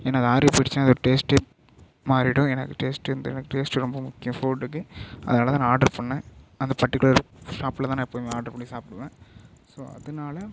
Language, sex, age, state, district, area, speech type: Tamil, male, 45-60, Tamil Nadu, Tiruvarur, urban, spontaneous